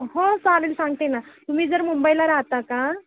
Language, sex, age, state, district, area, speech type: Marathi, female, 45-60, Maharashtra, Ratnagiri, rural, conversation